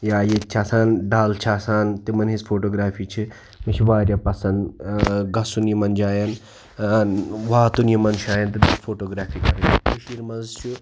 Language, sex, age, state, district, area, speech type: Kashmiri, male, 30-45, Jammu and Kashmir, Pulwama, urban, spontaneous